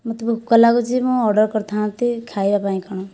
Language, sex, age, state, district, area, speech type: Odia, female, 30-45, Odisha, Kandhamal, rural, spontaneous